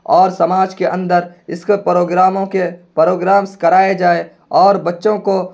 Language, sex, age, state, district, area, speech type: Urdu, male, 18-30, Bihar, Purnia, rural, spontaneous